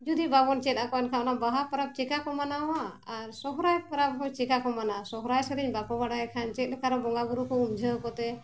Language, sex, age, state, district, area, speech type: Santali, female, 45-60, Jharkhand, Bokaro, rural, spontaneous